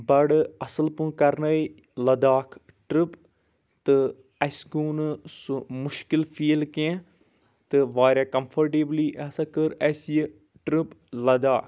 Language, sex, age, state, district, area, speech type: Kashmiri, male, 30-45, Jammu and Kashmir, Anantnag, rural, spontaneous